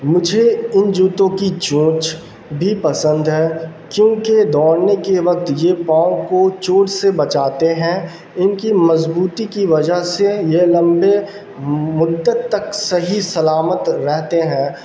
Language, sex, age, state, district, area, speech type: Urdu, male, 18-30, Bihar, Darbhanga, urban, spontaneous